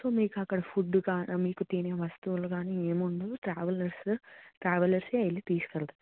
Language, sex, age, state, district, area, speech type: Telugu, female, 18-30, Telangana, Hyderabad, urban, conversation